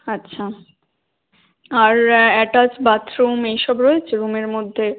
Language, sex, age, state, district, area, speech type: Bengali, female, 18-30, West Bengal, Hooghly, urban, conversation